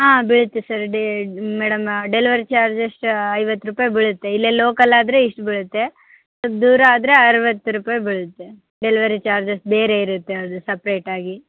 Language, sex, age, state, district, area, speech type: Kannada, female, 30-45, Karnataka, Vijayanagara, rural, conversation